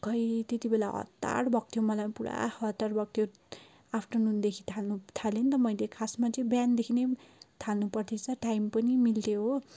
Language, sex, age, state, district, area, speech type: Nepali, female, 18-30, West Bengal, Darjeeling, rural, spontaneous